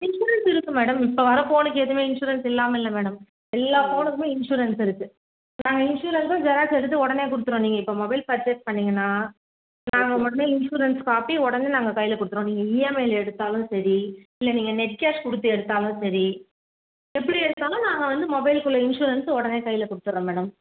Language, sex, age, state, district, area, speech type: Tamil, female, 30-45, Tamil Nadu, Chengalpattu, urban, conversation